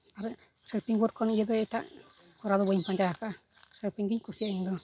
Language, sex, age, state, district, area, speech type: Santali, male, 18-30, Jharkhand, East Singhbhum, rural, spontaneous